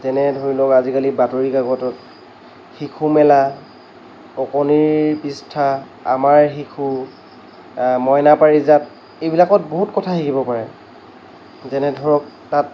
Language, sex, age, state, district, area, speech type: Assamese, male, 45-60, Assam, Lakhimpur, rural, spontaneous